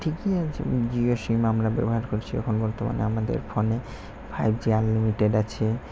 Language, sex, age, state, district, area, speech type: Bengali, male, 18-30, West Bengal, Malda, urban, spontaneous